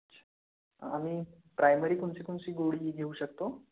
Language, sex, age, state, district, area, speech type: Marathi, male, 18-30, Maharashtra, Gondia, rural, conversation